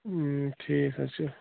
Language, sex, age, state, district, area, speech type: Kashmiri, male, 30-45, Jammu and Kashmir, Bandipora, rural, conversation